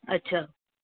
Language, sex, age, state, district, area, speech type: Sindhi, female, 60+, Gujarat, Surat, urban, conversation